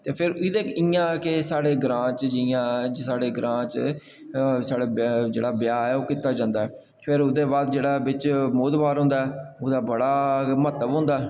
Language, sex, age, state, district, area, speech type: Dogri, male, 30-45, Jammu and Kashmir, Jammu, rural, spontaneous